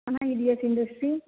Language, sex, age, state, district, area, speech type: Kannada, female, 18-30, Karnataka, Chitradurga, rural, conversation